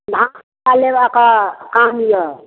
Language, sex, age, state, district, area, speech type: Maithili, female, 45-60, Bihar, Darbhanga, rural, conversation